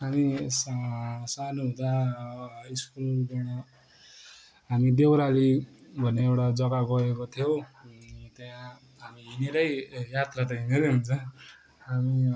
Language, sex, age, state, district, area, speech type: Nepali, male, 18-30, West Bengal, Kalimpong, rural, spontaneous